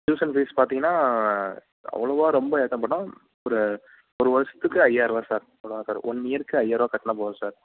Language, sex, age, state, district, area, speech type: Tamil, male, 30-45, Tamil Nadu, Mayiladuthurai, urban, conversation